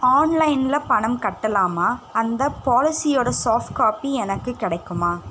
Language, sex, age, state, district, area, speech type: Tamil, female, 18-30, Tamil Nadu, Chennai, urban, read